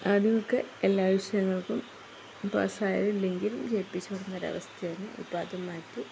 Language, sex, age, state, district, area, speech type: Malayalam, female, 45-60, Kerala, Kozhikode, rural, spontaneous